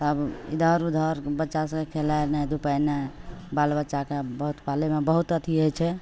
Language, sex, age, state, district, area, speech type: Maithili, female, 60+, Bihar, Madhepura, rural, spontaneous